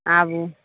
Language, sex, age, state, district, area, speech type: Maithili, female, 45-60, Bihar, Madhepura, rural, conversation